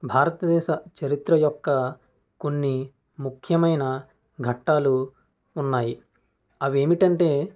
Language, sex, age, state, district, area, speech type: Telugu, male, 45-60, Andhra Pradesh, Konaseema, rural, spontaneous